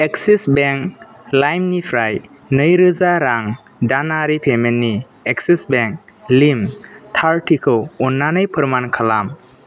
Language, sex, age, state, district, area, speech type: Bodo, male, 18-30, Assam, Kokrajhar, rural, read